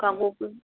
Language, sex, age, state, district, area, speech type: Manipuri, female, 60+, Manipur, Kangpokpi, urban, conversation